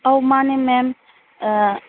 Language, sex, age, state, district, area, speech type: Manipuri, female, 30-45, Manipur, Chandel, rural, conversation